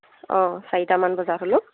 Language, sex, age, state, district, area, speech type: Assamese, female, 30-45, Assam, Lakhimpur, rural, conversation